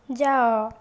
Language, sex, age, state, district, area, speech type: Odia, female, 45-60, Odisha, Jajpur, rural, read